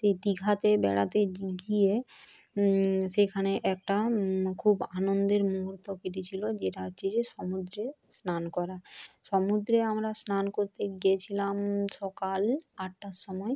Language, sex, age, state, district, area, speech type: Bengali, female, 60+, West Bengal, Purba Medinipur, rural, spontaneous